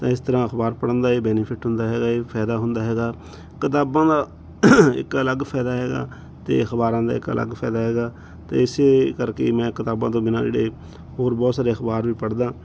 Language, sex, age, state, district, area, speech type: Punjabi, male, 45-60, Punjab, Bathinda, urban, spontaneous